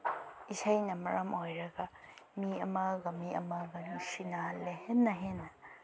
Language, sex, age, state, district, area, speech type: Manipuri, female, 30-45, Manipur, Chandel, rural, spontaneous